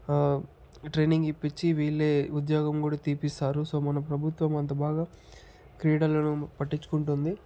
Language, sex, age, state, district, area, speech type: Telugu, male, 60+, Andhra Pradesh, Chittoor, rural, spontaneous